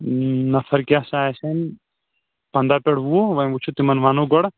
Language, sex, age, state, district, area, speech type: Kashmiri, male, 18-30, Jammu and Kashmir, Shopian, urban, conversation